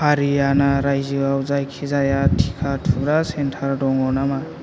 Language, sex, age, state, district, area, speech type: Bodo, male, 18-30, Assam, Chirang, urban, read